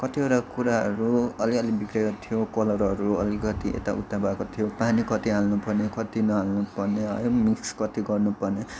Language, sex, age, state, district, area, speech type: Nepali, male, 18-30, West Bengal, Kalimpong, rural, spontaneous